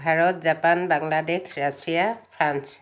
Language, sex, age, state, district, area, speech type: Assamese, female, 60+, Assam, Lakhimpur, urban, spontaneous